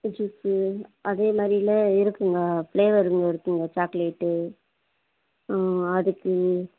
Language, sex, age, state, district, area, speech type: Tamil, female, 30-45, Tamil Nadu, Ranipet, urban, conversation